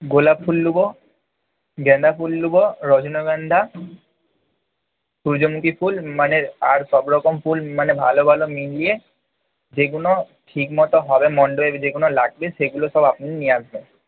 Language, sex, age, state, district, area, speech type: Bengali, male, 30-45, West Bengal, Purba Bardhaman, urban, conversation